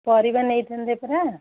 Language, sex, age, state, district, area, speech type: Odia, female, 60+, Odisha, Jharsuguda, rural, conversation